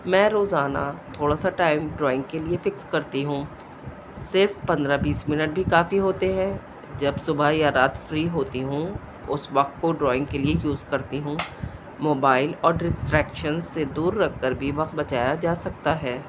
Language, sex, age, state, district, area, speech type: Urdu, female, 45-60, Delhi, South Delhi, urban, spontaneous